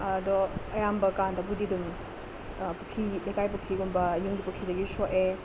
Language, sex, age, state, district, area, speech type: Manipuri, female, 18-30, Manipur, Bishnupur, rural, spontaneous